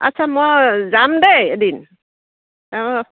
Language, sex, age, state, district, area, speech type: Assamese, female, 60+, Assam, Dibrugarh, rural, conversation